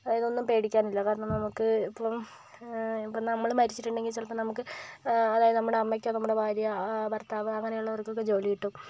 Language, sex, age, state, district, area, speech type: Malayalam, female, 18-30, Kerala, Kozhikode, rural, spontaneous